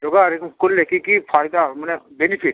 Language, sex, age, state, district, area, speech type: Bengali, male, 30-45, West Bengal, Jalpaiguri, rural, conversation